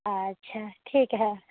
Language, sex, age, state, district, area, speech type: Hindi, female, 45-60, Bihar, Muzaffarpur, urban, conversation